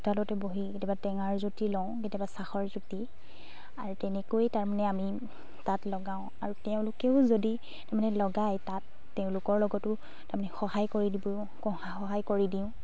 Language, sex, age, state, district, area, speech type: Assamese, female, 18-30, Assam, Sivasagar, rural, spontaneous